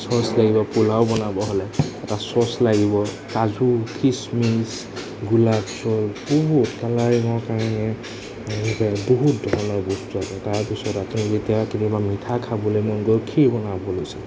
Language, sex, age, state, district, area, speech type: Assamese, male, 18-30, Assam, Nagaon, rural, spontaneous